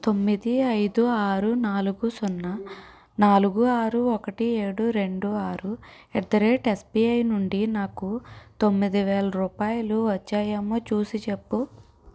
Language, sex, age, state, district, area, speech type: Telugu, female, 30-45, Andhra Pradesh, N T Rama Rao, urban, read